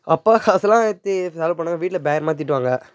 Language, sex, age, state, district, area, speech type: Tamil, male, 18-30, Tamil Nadu, Tiruvannamalai, rural, spontaneous